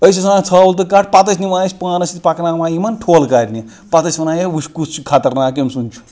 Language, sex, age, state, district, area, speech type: Kashmiri, male, 30-45, Jammu and Kashmir, Srinagar, rural, spontaneous